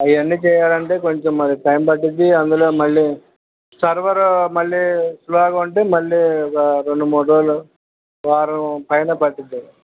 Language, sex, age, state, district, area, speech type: Telugu, male, 60+, Andhra Pradesh, Krishna, urban, conversation